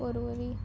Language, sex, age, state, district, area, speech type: Goan Konkani, female, 18-30, Goa, Murmgao, urban, spontaneous